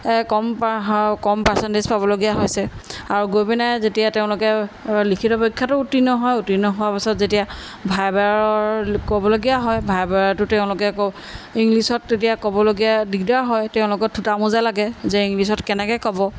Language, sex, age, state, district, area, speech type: Assamese, female, 45-60, Assam, Jorhat, urban, spontaneous